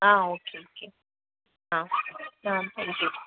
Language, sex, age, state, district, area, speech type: Tamil, female, 18-30, Tamil Nadu, Ariyalur, rural, conversation